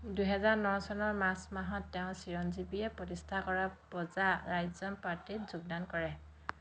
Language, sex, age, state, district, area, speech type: Assamese, female, 30-45, Assam, Dhemaji, rural, read